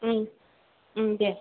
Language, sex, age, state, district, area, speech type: Bodo, female, 18-30, Assam, Chirang, rural, conversation